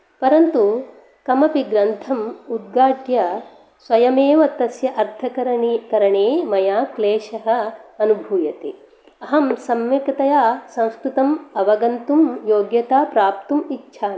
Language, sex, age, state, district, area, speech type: Sanskrit, female, 45-60, Karnataka, Dakshina Kannada, rural, spontaneous